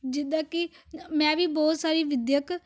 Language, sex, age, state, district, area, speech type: Punjabi, female, 18-30, Punjab, Amritsar, urban, spontaneous